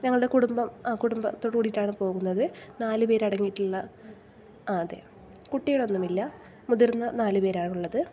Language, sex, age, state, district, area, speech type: Malayalam, female, 18-30, Kerala, Thrissur, urban, spontaneous